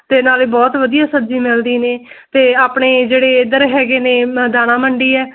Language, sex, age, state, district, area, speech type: Punjabi, female, 30-45, Punjab, Muktsar, urban, conversation